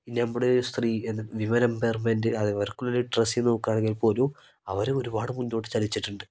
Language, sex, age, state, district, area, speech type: Malayalam, male, 18-30, Kerala, Kozhikode, rural, spontaneous